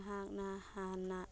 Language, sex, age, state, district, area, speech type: Manipuri, female, 45-60, Manipur, Churachandpur, urban, read